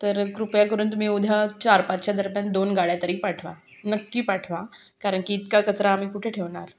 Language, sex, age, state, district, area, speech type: Marathi, female, 30-45, Maharashtra, Bhandara, urban, spontaneous